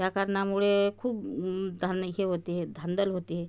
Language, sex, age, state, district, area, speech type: Marathi, female, 45-60, Maharashtra, Amravati, rural, spontaneous